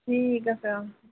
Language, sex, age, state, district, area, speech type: Assamese, female, 18-30, Assam, Golaghat, urban, conversation